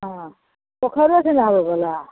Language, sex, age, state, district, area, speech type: Maithili, female, 45-60, Bihar, Madhepura, rural, conversation